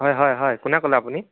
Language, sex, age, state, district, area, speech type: Assamese, male, 18-30, Assam, Majuli, urban, conversation